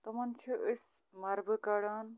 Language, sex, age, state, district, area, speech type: Kashmiri, female, 45-60, Jammu and Kashmir, Budgam, rural, spontaneous